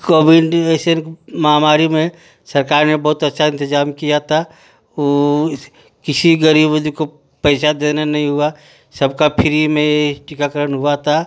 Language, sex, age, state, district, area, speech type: Hindi, male, 45-60, Uttar Pradesh, Ghazipur, rural, spontaneous